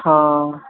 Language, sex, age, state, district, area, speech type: Punjabi, male, 18-30, Punjab, Firozpur, urban, conversation